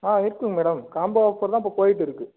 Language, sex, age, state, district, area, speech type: Tamil, male, 30-45, Tamil Nadu, Cuddalore, rural, conversation